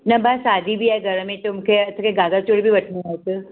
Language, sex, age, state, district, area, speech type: Sindhi, female, 45-60, Maharashtra, Mumbai Suburban, urban, conversation